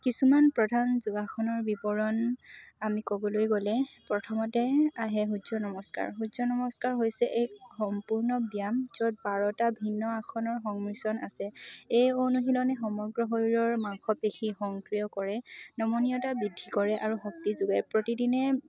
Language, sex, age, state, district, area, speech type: Assamese, female, 18-30, Assam, Lakhimpur, urban, spontaneous